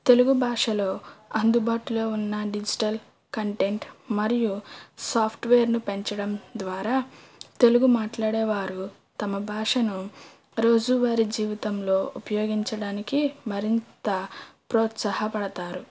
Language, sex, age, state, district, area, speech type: Telugu, female, 30-45, Andhra Pradesh, East Godavari, rural, spontaneous